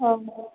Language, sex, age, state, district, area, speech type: Odia, female, 45-60, Odisha, Sambalpur, rural, conversation